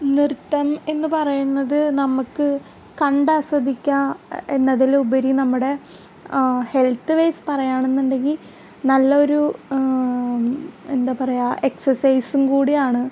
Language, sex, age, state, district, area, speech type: Malayalam, female, 18-30, Kerala, Ernakulam, rural, spontaneous